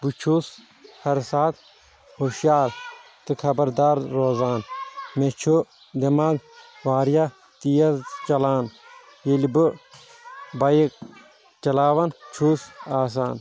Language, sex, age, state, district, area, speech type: Kashmiri, male, 18-30, Jammu and Kashmir, Shopian, rural, spontaneous